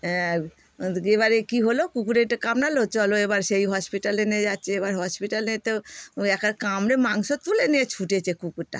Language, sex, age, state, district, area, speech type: Bengali, female, 60+, West Bengal, Darjeeling, rural, spontaneous